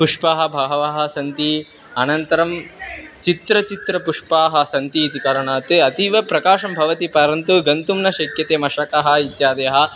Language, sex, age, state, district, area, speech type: Sanskrit, male, 18-30, Tamil Nadu, Viluppuram, rural, spontaneous